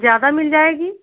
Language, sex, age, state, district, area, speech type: Hindi, female, 60+, Uttar Pradesh, Sitapur, rural, conversation